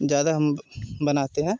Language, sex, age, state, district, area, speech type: Hindi, male, 30-45, Uttar Pradesh, Jaunpur, rural, spontaneous